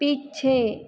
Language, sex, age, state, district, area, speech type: Hindi, female, 45-60, Rajasthan, Jodhpur, urban, read